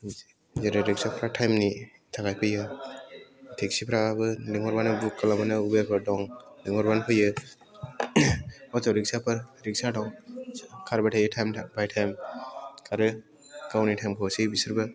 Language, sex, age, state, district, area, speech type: Bodo, male, 18-30, Assam, Kokrajhar, rural, spontaneous